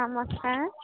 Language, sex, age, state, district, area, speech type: Odia, female, 18-30, Odisha, Sambalpur, rural, conversation